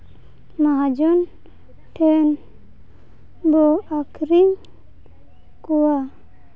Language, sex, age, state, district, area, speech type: Santali, female, 18-30, Jharkhand, Seraikela Kharsawan, rural, spontaneous